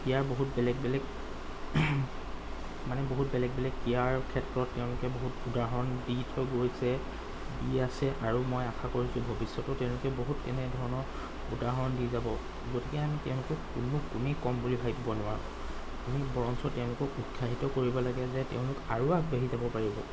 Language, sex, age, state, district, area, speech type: Assamese, male, 30-45, Assam, Golaghat, urban, spontaneous